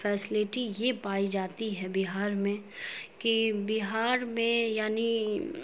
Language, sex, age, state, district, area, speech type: Urdu, female, 18-30, Bihar, Saharsa, urban, spontaneous